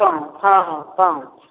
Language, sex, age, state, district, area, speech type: Maithili, female, 60+, Bihar, Samastipur, rural, conversation